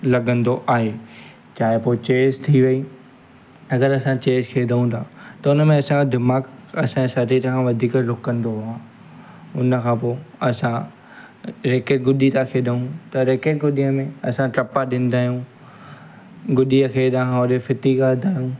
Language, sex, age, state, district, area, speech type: Sindhi, male, 18-30, Gujarat, Surat, urban, spontaneous